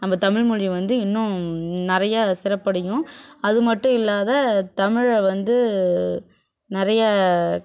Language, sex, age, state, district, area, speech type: Tamil, female, 18-30, Tamil Nadu, Kallakurichi, urban, spontaneous